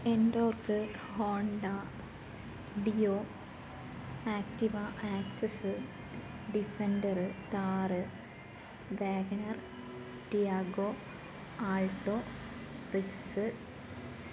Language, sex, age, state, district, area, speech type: Malayalam, female, 18-30, Kerala, Wayanad, rural, spontaneous